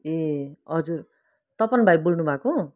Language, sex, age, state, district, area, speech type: Nepali, female, 60+, West Bengal, Kalimpong, rural, spontaneous